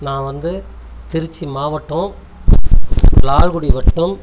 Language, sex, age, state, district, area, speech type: Tamil, male, 45-60, Tamil Nadu, Tiruchirappalli, rural, spontaneous